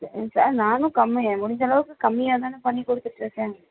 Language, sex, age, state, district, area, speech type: Tamil, female, 30-45, Tamil Nadu, Nilgiris, urban, conversation